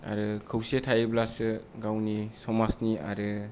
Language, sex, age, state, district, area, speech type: Bodo, male, 18-30, Assam, Kokrajhar, rural, spontaneous